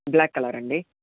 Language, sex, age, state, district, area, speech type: Telugu, male, 30-45, Andhra Pradesh, Chittoor, rural, conversation